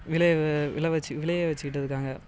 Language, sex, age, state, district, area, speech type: Tamil, male, 30-45, Tamil Nadu, Cuddalore, rural, spontaneous